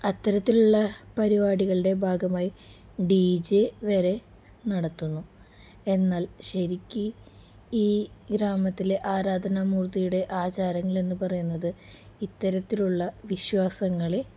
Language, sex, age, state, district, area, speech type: Malayalam, female, 45-60, Kerala, Palakkad, rural, spontaneous